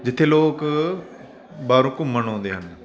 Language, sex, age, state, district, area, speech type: Punjabi, male, 30-45, Punjab, Faridkot, urban, spontaneous